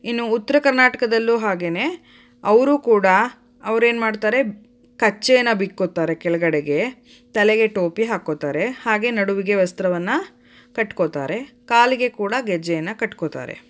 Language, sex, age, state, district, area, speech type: Kannada, female, 30-45, Karnataka, Davanagere, urban, spontaneous